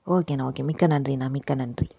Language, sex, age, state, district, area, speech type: Tamil, female, 18-30, Tamil Nadu, Sivaganga, rural, spontaneous